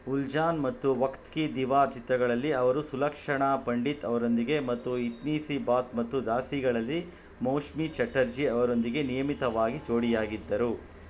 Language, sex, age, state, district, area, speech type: Kannada, male, 45-60, Karnataka, Kolar, urban, read